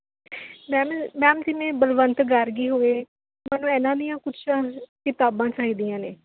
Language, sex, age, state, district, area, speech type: Punjabi, female, 18-30, Punjab, Mohali, rural, conversation